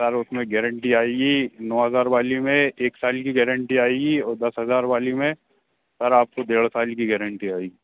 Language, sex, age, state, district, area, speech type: Hindi, male, 18-30, Madhya Pradesh, Hoshangabad, urban, conversation